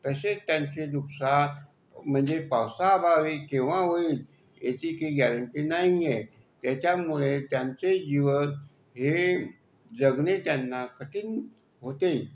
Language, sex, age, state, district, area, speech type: Marathi, male, 45-60, Maharashtra, Buldhana, rural, spontaneous